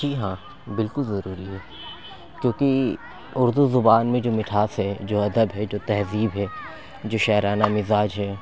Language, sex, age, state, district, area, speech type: Urdu, male, 30-45, Uttar Pradesh, Lucknow, urban, spontaneous